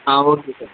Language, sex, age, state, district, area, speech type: Tamil, male, 18-30, Tamil Nadu, Madurai, urban, conversation